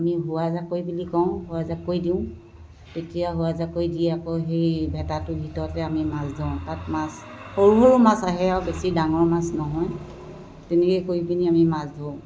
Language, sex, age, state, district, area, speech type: Assamese, female, 60+, Assam, Dibrugarh, urban, spontaneous